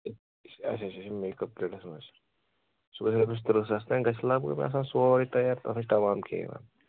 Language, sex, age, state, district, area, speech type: Kashmiri, male, 30-45, Jammu and Kashmir, Pulwama, urban, conversation